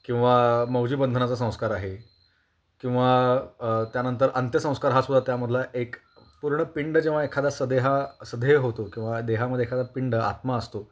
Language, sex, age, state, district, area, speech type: Marathi, male, 18-30, Maharashtra, Kolhapur, urban, spontaneous